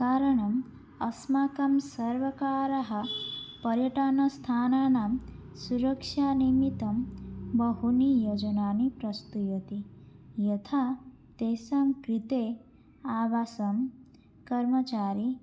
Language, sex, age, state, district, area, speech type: Sanskrit, female, 18-30, Odisha, Bhadrak, rural, spontaneous